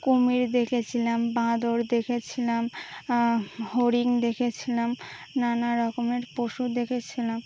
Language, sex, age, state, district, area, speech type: Bengali, female, 18-30, West Bengal, Birbhum, urban, spontaneous